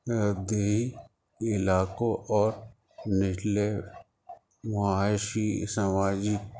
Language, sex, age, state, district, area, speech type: Urdu, male, 45-60, Uttar Pradesh, Rampur, urban, spontaneous